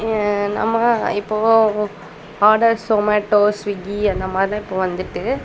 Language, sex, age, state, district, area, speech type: Tamil, female, 18-30, Tamil Nadu, Kanyakumari, rural, spontaneous